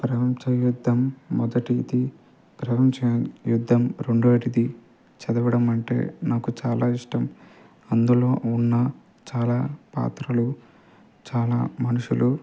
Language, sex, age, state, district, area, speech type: Telugu, male, 30-45, Andhra Pradesh, Nellore, urban, spontaneous